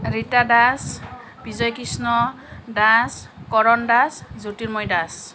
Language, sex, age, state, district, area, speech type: Assamese, female, 30-45, Assam, Kamrup Metropolitan, urban, spontaneous